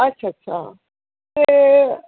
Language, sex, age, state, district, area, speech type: Dogri, female, 30-45, Jammu and Kashmir, Jammu, rural, conversation